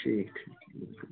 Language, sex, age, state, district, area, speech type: Kashmiri, male, 30-45, Jammu and Kashmir, Kupwara, rural, conversation